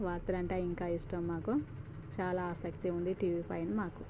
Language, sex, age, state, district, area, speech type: Telugu, female, 30-45, Telangana, Jangaon, rural, spontaneous